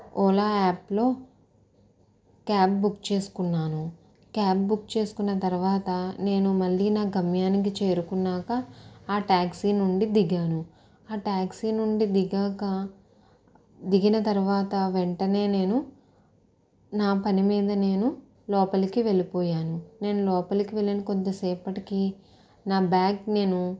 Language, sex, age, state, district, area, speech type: Telugu, female, 18-30, Andhra Pradesh, Konaseema, rural, spontaneous